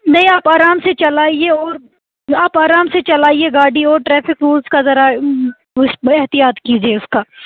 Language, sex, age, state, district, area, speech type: Urdu, female, 18-30, Jammu and Kashmir, Srinagar, urban, conversation